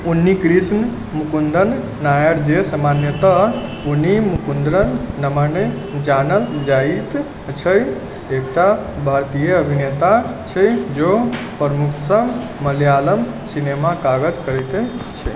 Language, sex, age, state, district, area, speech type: Maithili, male, 18-30, Bihar, Sitamarhi, rural, read